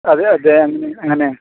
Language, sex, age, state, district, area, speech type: Malayalam, male, 18-30, Kerala, Malappuram, urban, conversation